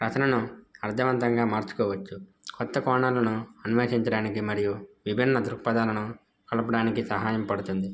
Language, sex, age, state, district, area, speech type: Telugu, male, 18-30, Andhra Pradesh, N T Rama Rao, rural, spontaneous